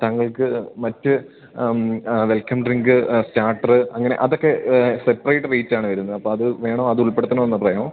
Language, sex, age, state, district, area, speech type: Malayalam, male, 18-30, Kerala, Idukki, rural, conversation